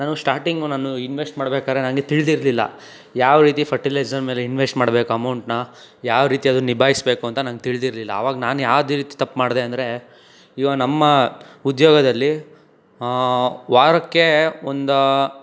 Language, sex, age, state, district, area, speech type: Kannada, male, 18-30, Karnataka, Tumkur, rural, spontaneous